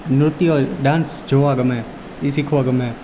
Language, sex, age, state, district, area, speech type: Gujarati, male, 18-30, Gujarat, Rajkot, rural, spontaneous